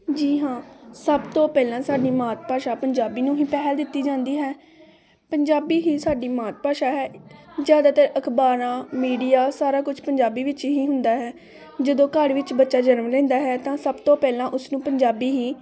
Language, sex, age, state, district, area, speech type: Punjabi, female, 18-30, Punjab, Gurdaspur, rural, spontaneous